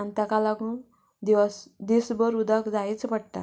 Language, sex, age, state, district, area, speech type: Goan Konkani, female, 30-45, Goa, Canacona, rural, spontaneous